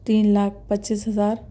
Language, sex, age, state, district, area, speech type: Urdu, male, 30-45, Telangana, Hyderabad, urban, spontaneous